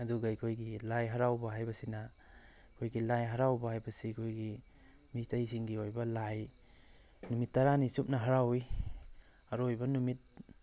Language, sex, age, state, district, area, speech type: Manipuri, male, 45-60, Manipur, Tengnoupal, rural, spontaneous